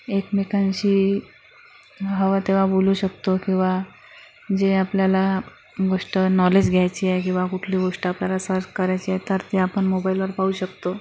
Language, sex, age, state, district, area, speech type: Marathi, female, 45-60, Maharashtra, Akola, urban, spontaneous